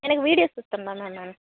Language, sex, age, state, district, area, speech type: Tamil, female, 18-30, Tamil Nadu, Tiruvarur, rural, conversation